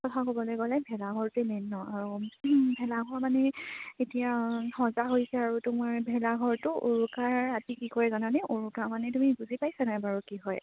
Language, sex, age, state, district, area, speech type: Assamese, female, 18-30, Assam, Dibrugarh, rural, conversation